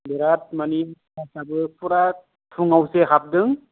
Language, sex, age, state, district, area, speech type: Bodo, male, 30-45, Assam, Kokrajhar, rural, conversation